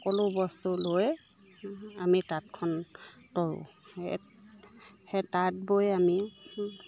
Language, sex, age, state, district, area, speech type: Assamese, female, 30-45, Assam, Dibrugarh, urban, spontaneous